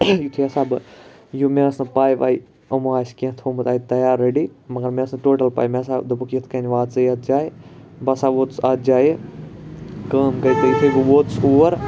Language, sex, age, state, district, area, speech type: Kashmiri, male, 18-30, Jammu and Kashmir, Ganderbal, rural, spontaneous